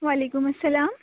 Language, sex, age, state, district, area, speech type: Urdu, female, 30-45, Uttar Pradesh, Aligarh, urban, conversation